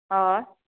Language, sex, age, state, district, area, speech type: Goan Konkani, female, 18-30, Goa, Ponda, rural, conversation